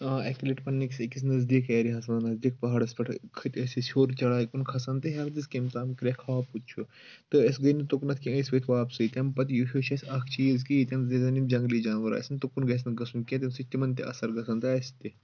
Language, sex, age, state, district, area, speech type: Kashmiri, male, 18-30, Jammu and Kashmir, Kulgam, urban, spontaneous